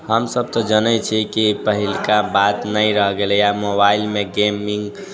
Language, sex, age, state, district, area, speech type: Maithili, male, 18-30, Bihar, Sitamarhi, urban, spontaneous